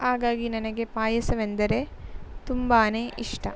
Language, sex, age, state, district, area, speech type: Kannada, female, 18-30, Karnataka, Tumkur, rural, spontaneous